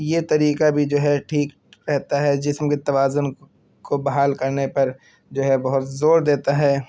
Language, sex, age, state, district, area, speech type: Urdu, male, 18-30, Uttar Pradesh, Siddharthnagar, rural, spontaneous